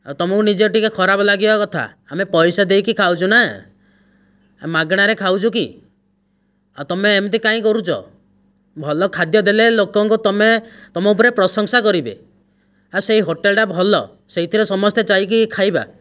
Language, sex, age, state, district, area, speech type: Odia, male, 60+, Odisha, Kandhamal, rural, spontaneous